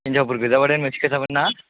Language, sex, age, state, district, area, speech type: Bodo, male, 18-30, Assam, Chirang, urban, conversation